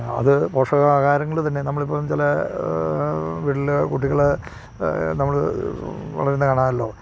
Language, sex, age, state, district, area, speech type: Malayalam, male, 45-60, Kerala, Idukki, rural, spontaneous